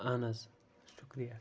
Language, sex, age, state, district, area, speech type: Kashmiri, male, 18-30, Jammu and Kashmir, Kulgam, urban, spontaneous